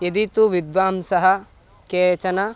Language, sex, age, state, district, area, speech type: Sanskrit, male, 18-30, Karnataka, Mysore, rural, spontaneous